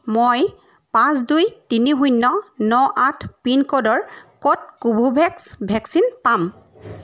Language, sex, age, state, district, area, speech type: Assamese, female, 30-45, Assam, Charaideo, urban, read